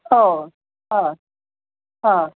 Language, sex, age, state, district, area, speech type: Marathi, female, 60+, Maharashtra, Kolhapur, urban, conversation